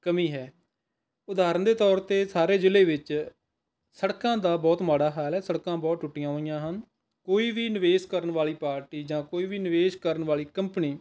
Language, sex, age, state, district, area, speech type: Punjabi, male, 45-60, Punjab, Rupnagar, urban, spontaneous